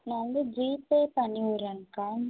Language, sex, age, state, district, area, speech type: Tamil, female, 18-30, Tamil Nadu, Tiruppur, rural, conversation